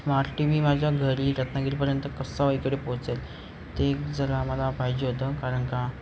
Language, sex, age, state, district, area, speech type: Marathi, male, 18-30, Maharashtra, Ratnagiri, urban, spontaneous